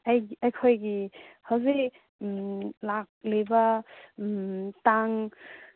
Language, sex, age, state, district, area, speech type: Manipuri, female, 18-30, Manipur, Kangpokpi, urban, conversation